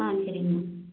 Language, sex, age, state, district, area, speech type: Tamil, female, 18-30, Tamil Nadu, Madurai, rural, conversation